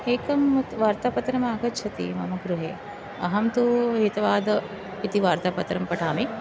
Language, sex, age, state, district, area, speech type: Sanskrit, female, 45-60, Maharashtra, Nagpur, urban, spontaneous